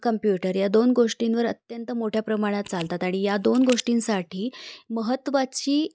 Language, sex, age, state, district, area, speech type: Marathi, female, 18-30, Maharashtra, Pune, urban, spontaneous